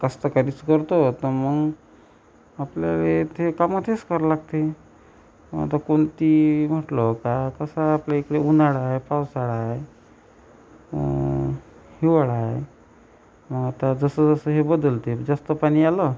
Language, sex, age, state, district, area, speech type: Marathi, male, 60+, Maharashtra, Amravati, rural, spontaneous